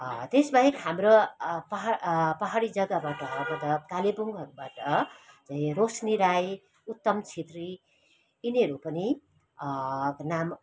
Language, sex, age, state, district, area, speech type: Nepali, female, 45-60, West Bengal, Kalimpong, rural, spontaneous